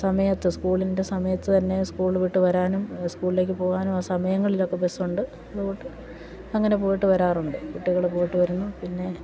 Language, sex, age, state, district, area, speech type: Malayalam, female, 45-60, Kerala, Idukki, rural, spontaneous